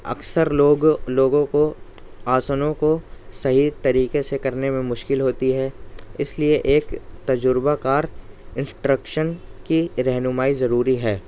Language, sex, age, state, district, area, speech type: Urdu, male, 18-30, Delhi, East Delhi, rural, spontaneous